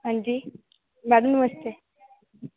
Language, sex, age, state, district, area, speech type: Dogri, female, 18-30, Jammu and Kashmir, Udhampur, rural, conversation